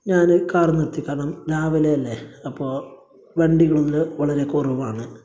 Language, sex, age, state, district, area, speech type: Malayalam, male, 30-45, Kerala, Kasaragod, rural, spontaneous